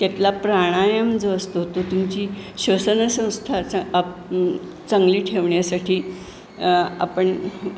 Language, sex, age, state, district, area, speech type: Marathi, female, 60+, Maharashtra, Pune, urban, spontaneous